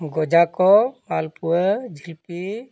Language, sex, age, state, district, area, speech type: Santali, male, 60+, Odisha, Mayurbhanj, rural, spontaneous